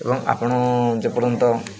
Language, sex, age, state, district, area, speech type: Odia, male, 18-30, Odisha, Jagatsinghpur, rural, spontaneous